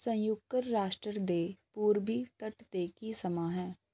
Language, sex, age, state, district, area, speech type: Punjabi, female, 18-30, Punjab, Faridkot, urban, read